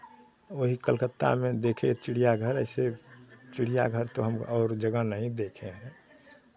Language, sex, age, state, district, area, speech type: Hindi, male, 60+, Uttar Pradesh, Chandauli, rural, spontaneous